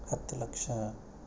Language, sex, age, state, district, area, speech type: Kannada, male, 30-45, Karnataka, Udupi, rural, spontaneous